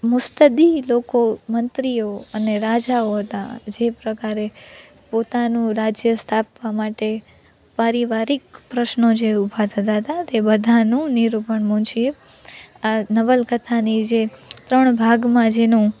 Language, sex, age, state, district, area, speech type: Gujarati, female, 18-30, Gujarat, Rajkot, urban, spontaneous